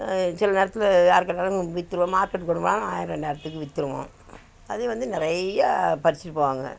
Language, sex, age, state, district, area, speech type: Tamil, female, 60+, Tamil Nadu, Thanjavur, rural, spontaneous